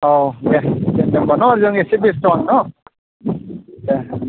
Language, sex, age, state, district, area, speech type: Bodo, male, 18-30, Assam, Udalguri, rural, conversation